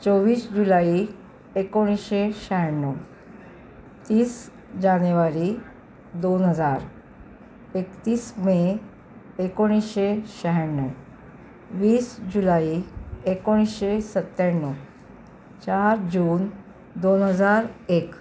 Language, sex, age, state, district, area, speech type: Marathi, female, 30-45, Maharashtra, Amravati, urban, spontaneous